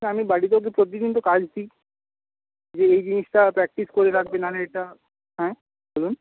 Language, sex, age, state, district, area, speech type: Bengali, male, 30-45, West Bengal, Paschim Medinipur, urban, conversation